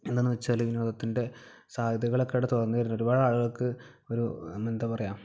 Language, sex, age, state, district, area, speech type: Malayalam, male, 18-30, Kerala, Malappuram, rural, spontaneous